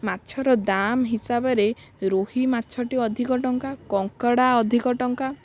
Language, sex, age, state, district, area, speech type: Odia, female, 18-30, Odisha, Bhadrak, rural, spontaneous